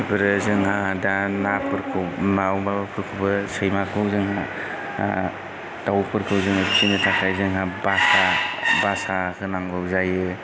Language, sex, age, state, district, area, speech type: Bodo, male, 30-45, Assam, Kokrajhar, rural, spontaneous